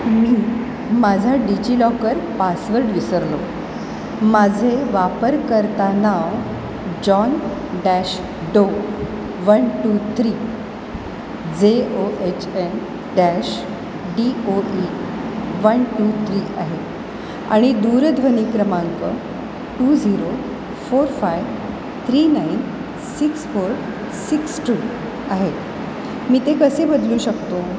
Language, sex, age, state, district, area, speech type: Marathi, female, 45-60, Maharashtra, Mumbai Suburban, urban, read